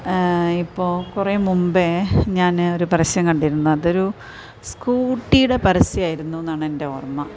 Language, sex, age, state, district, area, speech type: Malayalam, female, 45-60, Kerala, Malappuram, urban, spontaneous